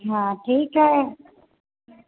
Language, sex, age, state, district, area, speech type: Sindhi, female, 45-60, Gujarat, Junagadh, urban, conversation